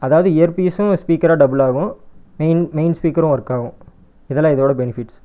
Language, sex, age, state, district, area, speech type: Tamil, male, 18-30, Tamil Nadu, Erode, rural, spontaneous